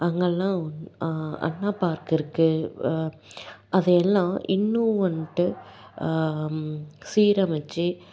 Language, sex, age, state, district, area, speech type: Tamil, female, 18-30, Tamil Nadu, Salem, urban, spontaneous